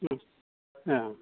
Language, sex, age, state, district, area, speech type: Bodo, male, 60+, Assam, Kokrajhar, rural, conversation